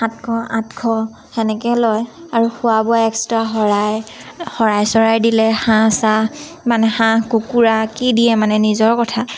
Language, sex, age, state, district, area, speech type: Assamese, female, 18-30, Assam, Dhemaji, urban, spontaneous